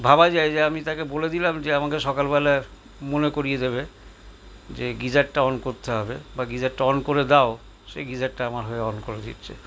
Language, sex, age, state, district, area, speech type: Bengali, male, 60+, West Bengal, Paschim Bardhaman, urban, spontaneous